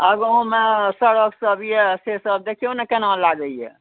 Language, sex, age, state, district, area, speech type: Maithili, female, 60+, Bihar, Araria, rural, conversation